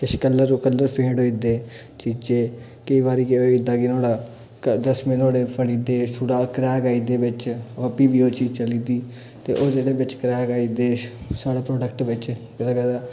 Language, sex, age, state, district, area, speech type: Dogri, male, 18-30, Jammu and Kashmir, Udhampur, urban, spontaneous